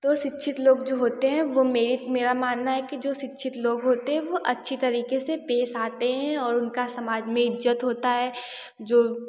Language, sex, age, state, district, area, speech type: Hindi, female, 18-30, Uttar Pradesh, Varanasi, urban, spontaneous